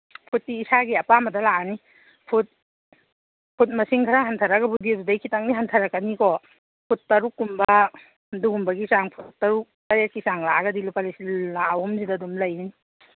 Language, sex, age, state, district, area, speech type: Manipuri, female, 30-45, Manipur, Kangpokpi, urban, conversation